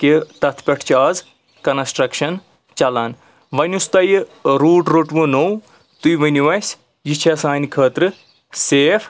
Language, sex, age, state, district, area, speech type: Kashmiri, male, 30-45, Jammu and Kashmir, Anantnag, rural, spontaneous